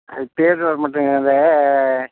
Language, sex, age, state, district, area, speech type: Tamil, male, 60+, Tamil Nadu, Nagapattinam, rural, conversation